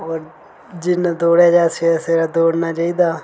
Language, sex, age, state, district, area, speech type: Dogri, male, 18-30, Jammu and Kashmir, Reasi, rural, spontaneous